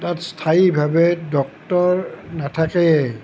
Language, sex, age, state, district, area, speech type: Assamese, male, 60+, Assam, Nalbari, rural, spontaneous